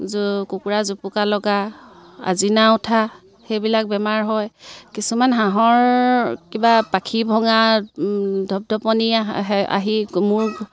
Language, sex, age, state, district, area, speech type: Assamese, female, 30-45, Assam, Sivasagar, rural, spontaneous